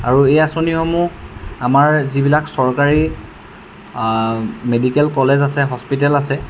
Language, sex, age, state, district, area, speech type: Assamese, male, 18-30, Assam, Jorhat, urban, spontaneous